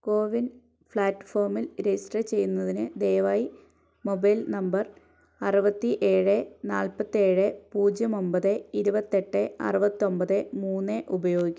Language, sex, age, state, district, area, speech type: Malayalam, female, 18-30, Kerala, Wayanad, rural, read